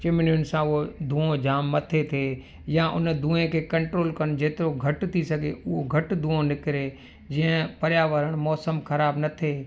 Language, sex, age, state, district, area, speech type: Sindhi, male, 45-60, Gujarat, Kutch, urban, spontaneous